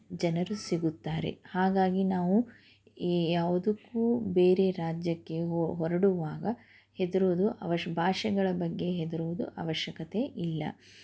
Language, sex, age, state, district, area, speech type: Kannada, female, 30-45, Karnataka, Chikkaballapur, rural, spontaneous